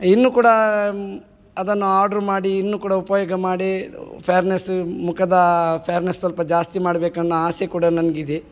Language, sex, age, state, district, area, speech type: Kannada, male, 45-60, Karnataka, Udupi, rural, spontaneous